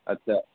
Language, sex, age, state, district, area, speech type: Bengali, male, 60+, West Bengal, Paschim Bardhaman, urban, conversation